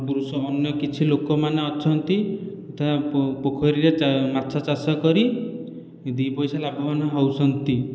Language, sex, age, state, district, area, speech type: Odia, male, 18-30, Odisha, Khordha, rural, spontaneous